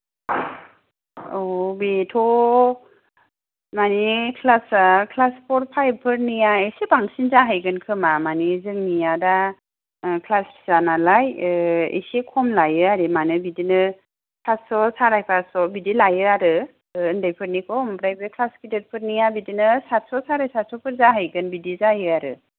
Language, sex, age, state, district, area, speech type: Bodo, female, 30-45, Assam, Kokrajhar, rural, conversation